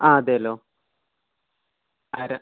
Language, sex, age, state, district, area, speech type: Malayalam, male, 18-30, Kerala, Kasaragod, rural, conversation